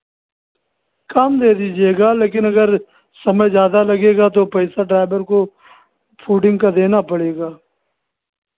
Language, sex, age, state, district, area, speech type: Hindi, male, 60+, Uttar Pradesh, Ayodhya, rural, conversation